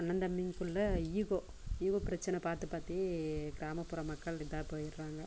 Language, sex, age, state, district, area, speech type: Tamil, female, 30-45, Tamil Nadu, Dharmapuri, rural, spontaneous